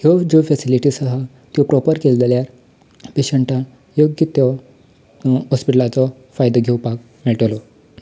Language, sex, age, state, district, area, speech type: Goan Konkani, male, 18-30, Goa, Canacona, rural, spontaneous